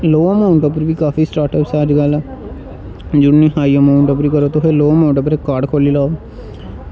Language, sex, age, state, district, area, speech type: Dogri, male, 18-30, Jammu and Kashmir, Jammu, rural, spontaneous